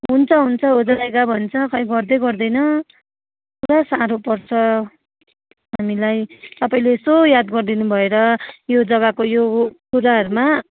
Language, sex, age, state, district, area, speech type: Nepali, female, 30-45, West Bengal, Jalpaiguri, urban, conversation